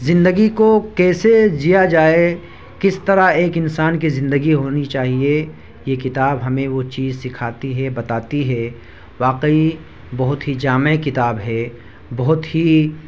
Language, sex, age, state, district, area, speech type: Urdu, male, 18-30, Delhi, South Delhi, rural, spontaneous